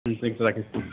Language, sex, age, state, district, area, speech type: Assamese, male, 30-45, Assam, Nagaon, rural, conversation